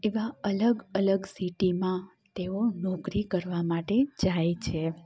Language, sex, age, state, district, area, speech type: Gujarati, female, 30-45, Gujarat, Amreli, rural, spontaneous